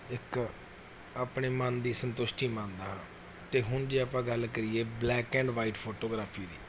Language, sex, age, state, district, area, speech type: Punjabi, male, 30-45, Punjab, Mansa, urban, spontaneous